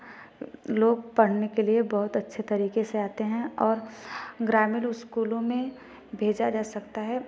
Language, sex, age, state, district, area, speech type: Hindi, female, 18-30, Uttar Pradesh, Varanasi, rural, spontaneous